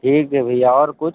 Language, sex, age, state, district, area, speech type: Hindi, male, 30-45, Uttar Pradesh, Sonbhadra, rural, conversation